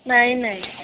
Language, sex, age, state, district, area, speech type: Marathi, female, 18-30, Maharashtra, Yavatmal, rural, conversation